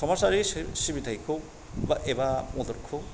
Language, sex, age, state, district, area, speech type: Bodo, male, 45-60, Assam, Kokrajhar, rural, spontaneous